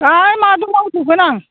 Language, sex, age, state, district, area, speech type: Bodo, female, 60+, Assam, Chirang, rural, conversation